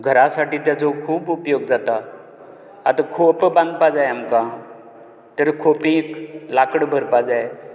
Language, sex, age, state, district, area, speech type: Goan Konkani, male, 60+, Goa, Canacona, rural, spontaneous